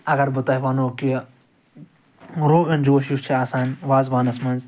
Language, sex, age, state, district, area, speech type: Kashmiri, male, 60+, Jammu and Kashmir, Ganderbal, urban, spontaneous